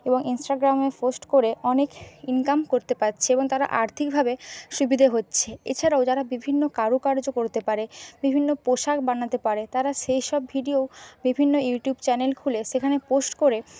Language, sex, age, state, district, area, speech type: Bengali, female, 30-45, West Bengal, Purba Medinipur, rural, spontaneous